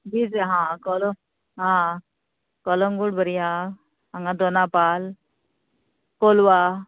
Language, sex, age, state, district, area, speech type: Goan Konkani, female, 45-60, Goa, Murmgao, rural, conversation